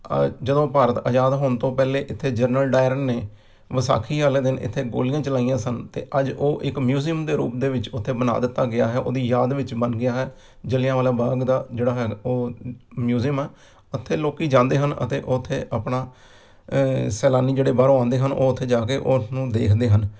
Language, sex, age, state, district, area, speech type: Punjabi, male, 45-60, Punjab, Amritsar, urban, spontaneous